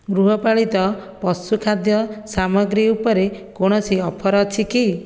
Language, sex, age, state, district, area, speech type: Odia, female, 30-45, Odisha, Khordha, rural, read